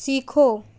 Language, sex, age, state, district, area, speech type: Urdu, female, 30-45, Delhi, South Delhi, urban, read